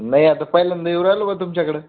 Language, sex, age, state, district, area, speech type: Marathi, male, 18-30, Maharashtra, Buldhana, urban, conversation